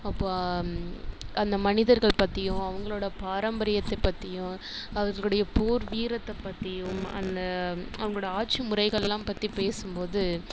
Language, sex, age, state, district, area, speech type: Tamil, female, 18-30, Tamil Nadu, Nagapattinam, rural, spontaneous